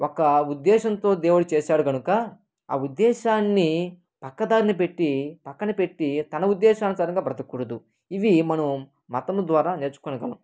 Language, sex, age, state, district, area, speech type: Telugu, male, 18-30, Andhra Pradesh, Kadapa, rural, spontaneous